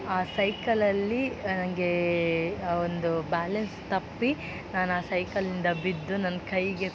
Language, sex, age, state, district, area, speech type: Kannada, female, 18-30, Karnataka, Dakshina Kannada, rural, spontaneous